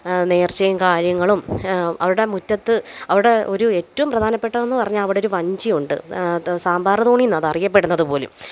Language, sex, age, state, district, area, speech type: Malayalam, female, 30-45, Kerala, Alappuzha, rural, spontaneous